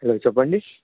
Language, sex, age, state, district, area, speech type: Telugu, male, 18-30, Andhra Pradesh, Sri Satya Sai, urban, conversation